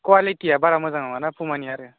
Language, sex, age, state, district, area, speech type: Bodo, male, 18-30, Assam, Udalguri, urban, conversation